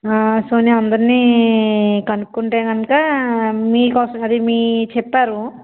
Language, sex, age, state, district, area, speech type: Telugu, female, 18-30, Andhra Pradesh, Palnadu, rural, conversation